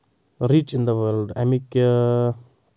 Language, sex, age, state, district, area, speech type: Kashmiri, male, 18-30, Jammu and Kashmir, Anantnag, rural, spontaneous